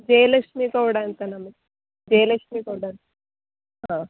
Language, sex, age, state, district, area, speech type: Kannada, female, 18-30, Karnataka, Uttara Kannada, rural, conversation